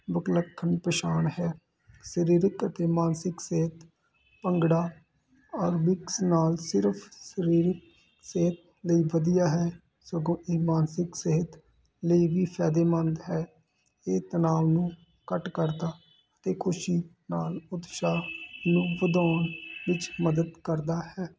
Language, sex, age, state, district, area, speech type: Punjabi, male, 30-45, Punjab, Hoshiarpur, urban, spontaneous